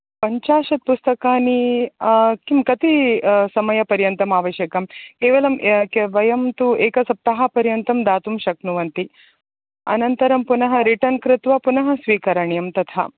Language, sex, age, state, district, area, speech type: Sanskrit, female, 30-45, Karnataka, Dakshina Kannada, urban, conversation